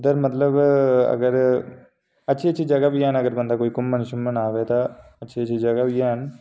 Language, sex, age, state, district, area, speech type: Dogri, male, 18-30, Jammu and Kashmir, Reasi, urban, spontaneous